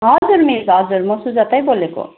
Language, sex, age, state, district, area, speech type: Nepali, female, 30-45, West Bengal, Darjeeling, rural, conversation